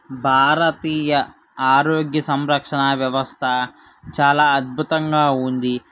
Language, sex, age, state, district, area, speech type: Telugu, male, 18-30, Andhra Pradesh, Srikakulam, urban, spontaneous